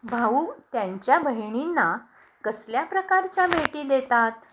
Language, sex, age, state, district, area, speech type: Marathi, female, 60+, Maharashtra, Nashik, urban, read